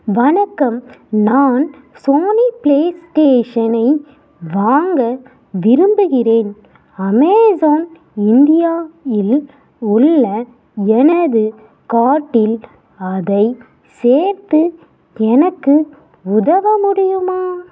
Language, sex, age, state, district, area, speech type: Tamil, female, 18-30, Tamil Nadu, Ariyalur, rural, read